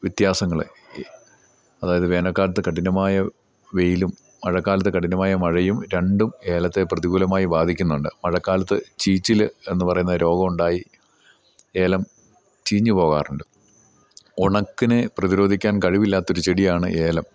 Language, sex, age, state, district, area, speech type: Malayalam, male, 45-60, Kerala, Idukki, rural, spontaneous